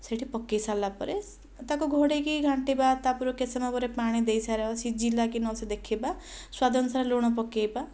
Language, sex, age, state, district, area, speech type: Odia, female, 30-45, Odisha, Kandhamal, rural, spontaneous